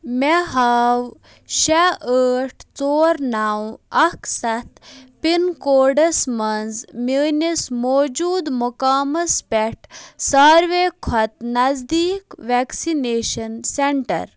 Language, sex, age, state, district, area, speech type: Kashmiri, female, 45-60, Jammu and Kashmir, Bandipora, rural, read